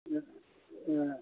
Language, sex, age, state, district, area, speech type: Tamil, male, 60+, Tamil Nadu, Madurai, rural, conversation